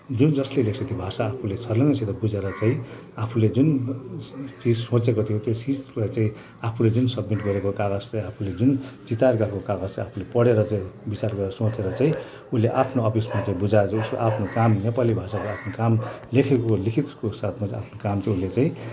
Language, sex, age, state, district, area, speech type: Nepali, male, 60+, West Bengal, Kalimpong, rural, spontaneous